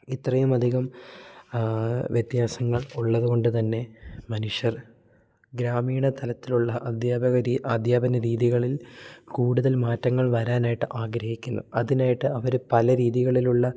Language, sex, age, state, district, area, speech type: Malayalam, male, 18-30, Kerala, Idukki, rural, spontaneous